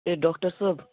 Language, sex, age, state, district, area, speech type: Kashmiri, male, 18-30, Jammu and Kashmir, Srinagar, urban, conversation